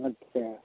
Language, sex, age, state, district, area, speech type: Maithili, male, 60+, Bihar, Samastipur, rural, conversation